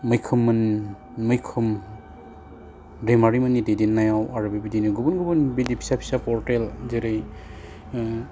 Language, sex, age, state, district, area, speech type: Bodo, male, 30-45, Assam, Udalguri, urban, spontaneous